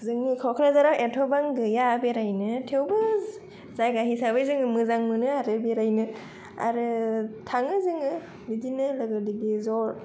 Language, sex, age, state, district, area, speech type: Bodo, female, 30-45, Assam, Kokrajhar, urban, spontaneous